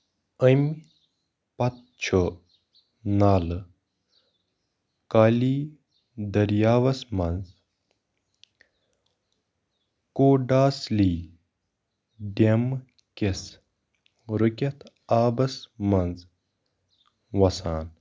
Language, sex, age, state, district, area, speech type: Kashmiri, male, 18-30, Jammu and Kashmir, Kupwara, rural, read